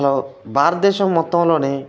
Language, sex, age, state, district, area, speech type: Telugu, male, 30-45, Telangana, Khammam, rural, spontaneous